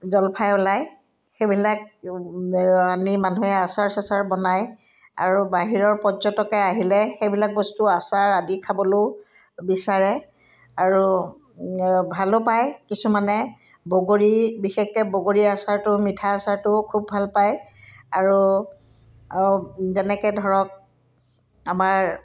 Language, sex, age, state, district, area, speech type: Assamese, female, 60+, Assam, Udalguri, rural, spontaneous